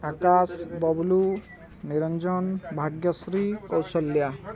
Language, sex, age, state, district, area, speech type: Odia, male, 45-60, Odisha, Balangir, urban, spontaneous